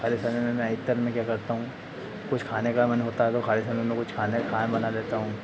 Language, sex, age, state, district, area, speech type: Hindi, male, 30-45, Madhya Pradesh, Harda, urban, spontaneous